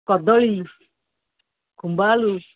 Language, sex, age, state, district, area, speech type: Odia, female, 45-60, Odisha, Angul, rural, conversation